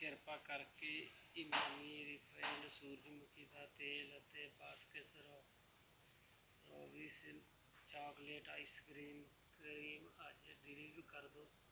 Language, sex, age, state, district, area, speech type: Punjabi, male, 30-45, Punjab, Bathinda, urban, read